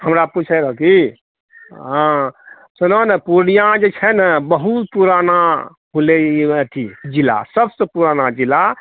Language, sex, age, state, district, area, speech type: Maithili, male, 60+, Bihar, Purnia, rural, conversation